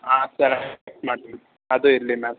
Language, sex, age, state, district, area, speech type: Kannada, male, 18-30, Karnataka, Bangalore Urban, urban, conversation